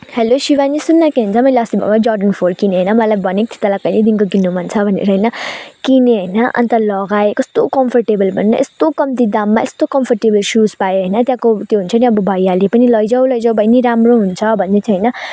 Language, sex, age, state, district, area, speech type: Nepali, female, 18-30, West Bengal, Kalimpong, rural, spontaneous